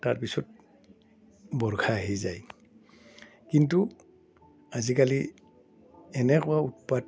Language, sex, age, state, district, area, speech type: Assamese, male, 60+, Assam, Udalguri, urban, spontaneous